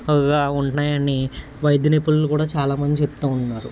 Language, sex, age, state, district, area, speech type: Telugu, male, 18-30, Andhra Pradesh, Eluru, rural, spontaneous